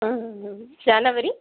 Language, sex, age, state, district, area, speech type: Tamil, female, 45-60, Tamil Nadu, Tiruppur, rural, conversation